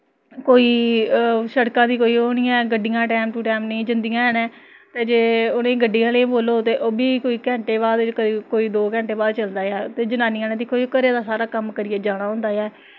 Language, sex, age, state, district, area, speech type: Dogri, female, 30-45, Jammu and Kashmir, Samba, rural, spontaneous